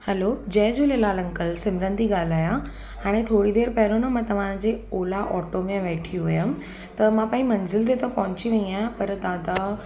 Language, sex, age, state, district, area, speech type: Sindhi, female, 18-30, Gujarat, Surat, urban, spontaneous